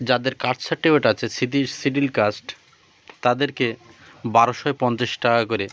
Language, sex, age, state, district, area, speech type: Bengali, male, 30-45, West Bengal, Birbhum, urban, spontaneous